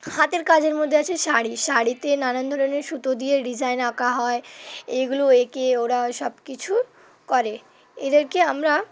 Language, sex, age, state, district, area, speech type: Bengali, female, 18-30, West Bengal, Hooghly, urban, spontaneous